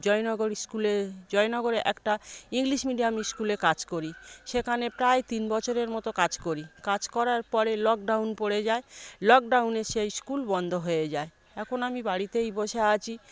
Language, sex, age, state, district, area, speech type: Bengali, female, 45-60, West Bengal, South 24 Parganas, rural, spontaneous